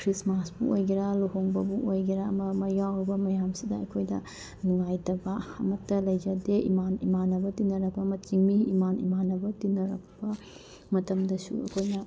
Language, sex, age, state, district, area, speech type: Manipuri, female, 30-45, Manipur, Bishnupur, rural, spontaneous